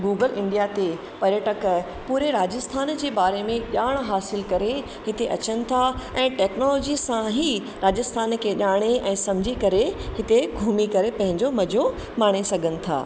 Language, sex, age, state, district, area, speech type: Sindhi, female, 30-45, Rajasthan, Ajmer, urban, spontaneous